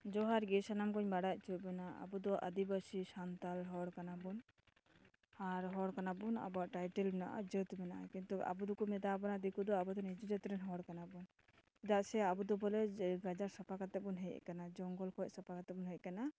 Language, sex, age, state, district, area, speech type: Santali, female, 30-45, West Bengal, Dakshin Dinajpur, rural, spontaneous